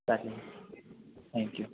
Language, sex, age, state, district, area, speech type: Marathi, male, 18-30, Maharashtra, Sindhudurg, rural, conversation